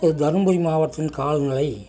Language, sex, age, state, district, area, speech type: Tamil, male, 60+, Tamil Nadu, Dharmapuri, urban, spontaneous